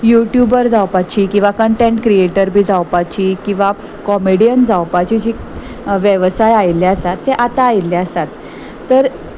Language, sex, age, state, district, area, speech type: Goan Konkani, female, 30-45, Goa, Salcete, urban, spontaneous